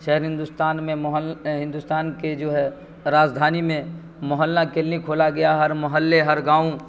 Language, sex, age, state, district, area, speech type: Urdu, male, 45-60, Bihar, Supaul, rural, spontaneous